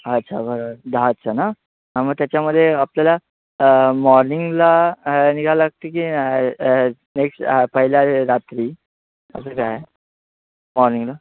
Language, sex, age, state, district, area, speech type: Marathi, male, 30-45, Maharashtra, Ratnagiri, urban, conversation